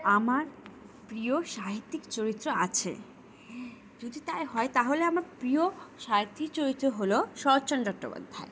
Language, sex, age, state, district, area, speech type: Bengali, female, 18-30, West Bengal, Alipurduar, rural, spontaneous